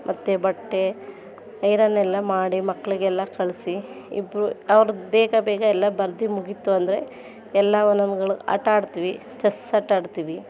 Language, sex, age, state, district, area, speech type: Kannada, female, 30-45, Karnataka, Mandya, urban, spontaneous